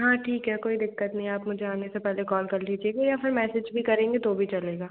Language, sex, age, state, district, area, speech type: Hindi, other, 45-60, Madhya Pradesh, Bhopal, urban, conversation